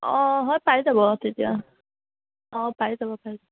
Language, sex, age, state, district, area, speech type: Assamese, female, 18-30, Assam, Nagaon, rural, conversation